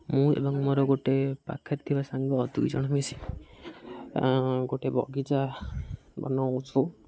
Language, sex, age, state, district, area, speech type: Odia, male, 18-30, Odisha, Jagatsinghpur, rural, spontaneous